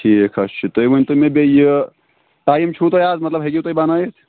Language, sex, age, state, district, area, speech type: Kashmiri, male, 18-30, Jammu and Kashmir, Kulgam, rural, conversation